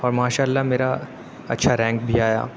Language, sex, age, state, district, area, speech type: Urdu, male, 18-30, Uttar Pradesh, Aligarh, urban, spontaneous